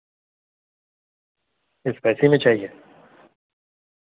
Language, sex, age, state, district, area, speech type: Urdu, male, 30-45, Delhi, North East Delhi, urban, conversation